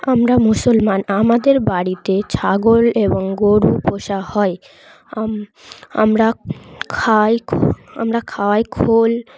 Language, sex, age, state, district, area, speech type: Bengali, female, 18-30, West Bengal, Dakshin Dinajpur, urban, spontaneous